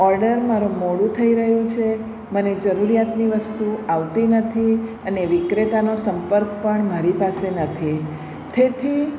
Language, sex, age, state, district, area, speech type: Gujarati, female, 45-60, Gujarat, Surat, urban, spontaneous